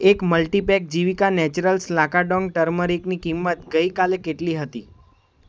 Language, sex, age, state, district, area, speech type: Gujarati, male, 18-30, Gujarat, Valsad, urban, read